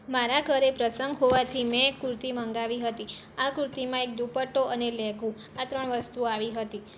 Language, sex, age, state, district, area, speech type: Gujarati, female, 18-30, Gujarat, Mehsana, rural, spontaneous